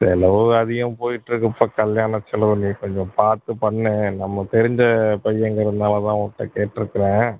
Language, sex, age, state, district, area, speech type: Tamil, male, 45-60, Tamil Nadu, Pudukkottai, rural, conversation